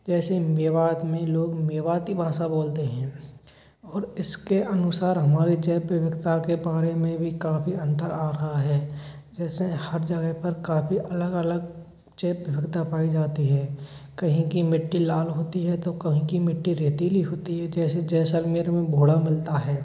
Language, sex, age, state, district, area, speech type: Hindi, male, 18-30, Rajasthan, Bharatpur, rural, spontaneous